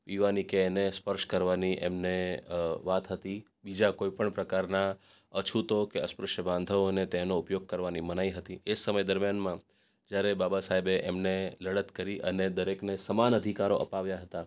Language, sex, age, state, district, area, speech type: Gujarati, male, 30-45, Gujarat, Surat, urban, spontaneous